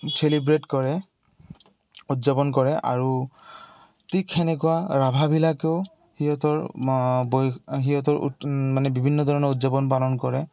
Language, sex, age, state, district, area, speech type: Assamese, male, 18-30, Assam, Goalpara, rural, spontaneous